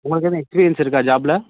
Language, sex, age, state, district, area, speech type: Tamil, male, 18-30, Tamil Nadu, Thanjavur, rural, conversation